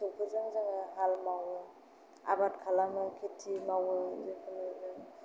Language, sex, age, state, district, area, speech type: Bodo, female, 30-45, Assam, Kokrajhar, rural, spontaneous